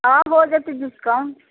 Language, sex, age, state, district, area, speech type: Maithili, female, 60+, Bihar, Sitamarhi, rural, conversation